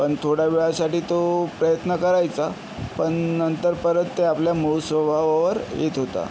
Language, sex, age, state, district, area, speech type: Marathi, male, 18-30, Maharashtra, Yavatmal, urban, spontaneous